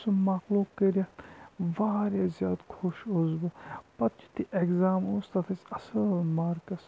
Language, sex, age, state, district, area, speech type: Kashmiri, male, 18-30, Jammu and Kashmir, Bandipora, rural, spontaneous